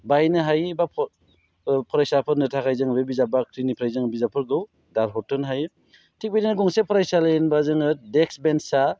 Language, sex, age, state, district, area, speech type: Bodo, male, 30-45, Assam, Baksa, rural, spontaneous